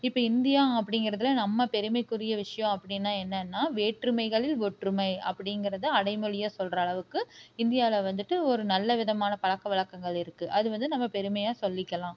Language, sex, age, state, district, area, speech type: Tamil, female, 30-45, Tamil Nadu, Erode, rural, spontaneous